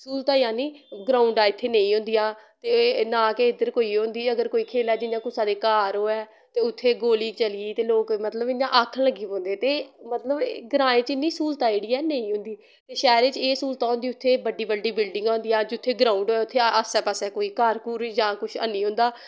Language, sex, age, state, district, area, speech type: Dogri, female, 18-30, Jammu and Kashmir, Samba, rural, spontaneous